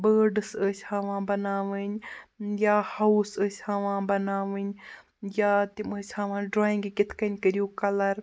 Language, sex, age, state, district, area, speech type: Kashmiri, male, 45-60, Jammu and Kashmir, Baramulla, rural, spontaneous